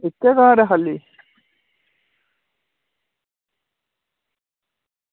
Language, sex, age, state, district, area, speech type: Dogri, male, 18-30, Jammu and Kashmir, Udhampur, rural, conversation